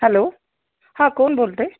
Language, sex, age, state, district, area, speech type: Marathi, female, 30-45, Maharashtra, Osmanabad, rural, conversation